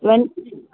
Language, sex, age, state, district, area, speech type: Tamil, female, 60+, Tamil Nadu, Tenkasi, urban, conversation